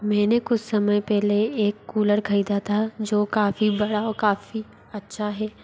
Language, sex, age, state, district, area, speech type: Hindi, female, 60+, Madhya Pradesh, Bhopal, urban, spontaneous